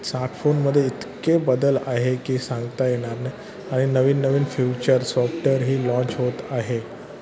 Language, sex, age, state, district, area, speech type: Marathi, male, 30-45, Maharashtra, Thane, urban, spontaneous